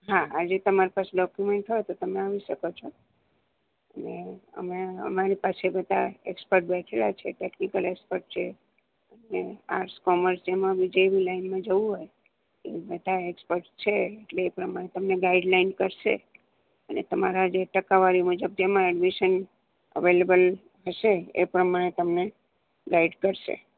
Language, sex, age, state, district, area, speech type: Gujarati, female, 60+, Gujarat, Ahmedabad, urban, conversation